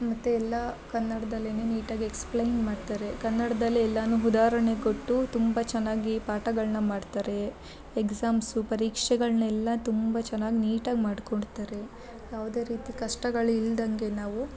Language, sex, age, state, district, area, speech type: Kannada, female, 30-45, Karnataka, Hassan, urban, spontaneous